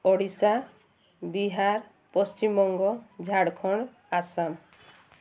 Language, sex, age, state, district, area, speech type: Odia, female, 30-45, Odisha, Mayurbhanj, rural, spontaneous